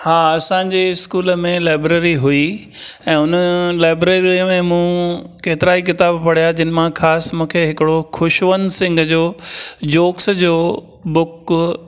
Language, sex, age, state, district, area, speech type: Sindhi, male, 60+, Maharashtra, Thane, urban, spontaneous